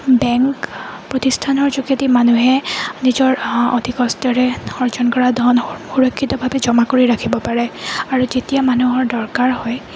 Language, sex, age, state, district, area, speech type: Assamese, female, 30-45, Assam, Goalpara, urban, spontaneous